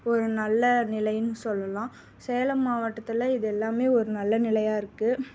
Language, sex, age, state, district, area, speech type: Tamil, female, 18-30, Tamil Nadu, Salem, rural, spontaneous